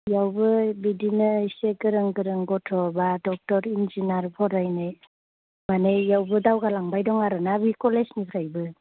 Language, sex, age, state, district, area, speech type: Bodo, female, 30-45, Assam, Baksa, rural, conversation